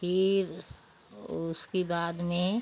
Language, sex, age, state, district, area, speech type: Hindi, female, 60+, Uttar Pradesh, Ghazipur, rural, spontaneous